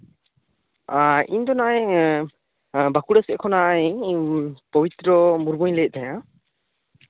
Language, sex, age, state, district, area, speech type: Santali, male, 18-30, West Bengal, Bankura, rural, conversation